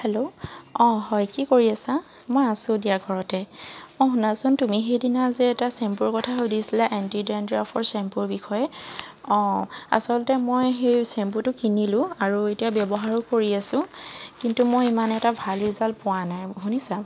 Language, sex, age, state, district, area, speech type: Assamese, female, 45-60, Assam, Charaideo, urban, spontaneous